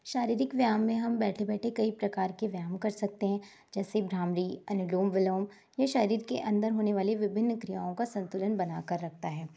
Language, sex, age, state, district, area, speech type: Hindi, male, 30-45, Madhya Pradesh, Balaghat, rural, spontaneous